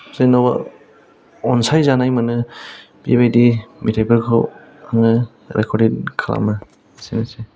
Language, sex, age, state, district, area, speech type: Bodo, male, 18-30, Assam, Kokrajhar, rural, spontaneous